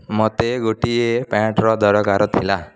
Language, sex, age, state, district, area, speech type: Odia, male, 18-30, Odisha, Nuapada, rural, spontaneous